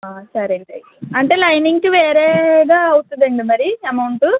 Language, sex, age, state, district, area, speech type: Telugu, female, 18-30, Andhra Pradesh, West Godavari, rural, conversation